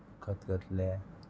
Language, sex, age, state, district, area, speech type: Goan Konkani, male, 18-30, Goa, Murmgao, urban, spontaneous